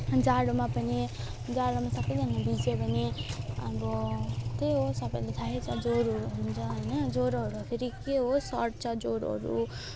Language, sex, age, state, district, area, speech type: Nepali, female, 30-45, West Bengal, Alipurduar, urban, spontaneous